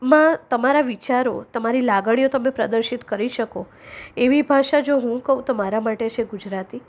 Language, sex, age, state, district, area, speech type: Gujarati, female, 30-45, Gujarat, Anand, urban, spontaneous